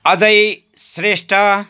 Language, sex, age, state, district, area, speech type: Nepali, male, 60+, West Bengal, Jalpaiguri, urban, spontaneous